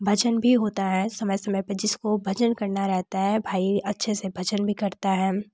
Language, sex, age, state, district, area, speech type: Hindi, female, 18-30, Uttar Pradesh, Jaunpur, urban, spontaneous